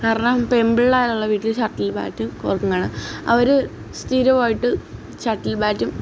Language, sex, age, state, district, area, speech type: Malayalam, female, 18-30, Kerala, Alappuzha, rural, spontaneous